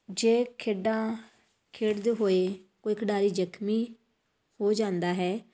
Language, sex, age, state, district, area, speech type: Punjabi, female, 30-45, Punjab, Tarn Taran, rural, spontaneous